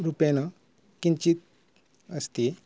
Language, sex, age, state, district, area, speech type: Sanskrit, male, 30-45, West Bengal, Murshidabad, rural, spontaneous